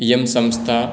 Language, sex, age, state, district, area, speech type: Sanskrit, male, 18-30, Kerala, Ernakulam, urban, spontaneous